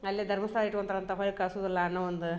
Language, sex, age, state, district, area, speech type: Kannada, female, 30-45, Karnataka, Dharwad, urban, spontaneous